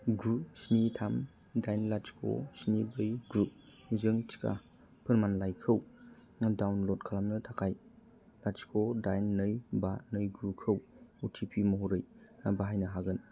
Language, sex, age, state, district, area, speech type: Bodo, male, 30-45, Assam, Kokrajhar, rural, read